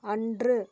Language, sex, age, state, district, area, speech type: Tamil, female, 18-30, Tamil Nadu, Coimbatore, rural, read